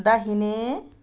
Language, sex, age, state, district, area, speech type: Nepali, female, 60+, West Bengal, Darjeeling, rural, read